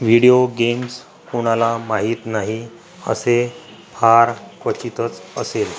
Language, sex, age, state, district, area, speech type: Marathi, male, 45-60, Maharashtra, Akola, rural, spontaneous